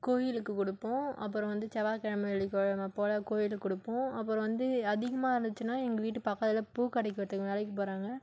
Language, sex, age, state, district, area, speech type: Tamil, female, 60+, Tamil Nadu, Cuddalore, rural, spontaneous